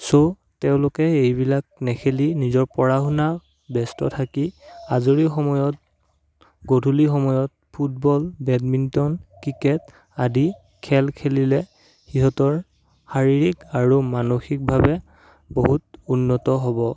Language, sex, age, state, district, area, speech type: Assamese, male, 18-30, Assam, Darrang, rural, spontaneous